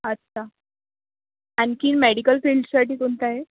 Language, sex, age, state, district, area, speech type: Marathi, female, 18-30, Maharashtra, Nagpur, urban, conversation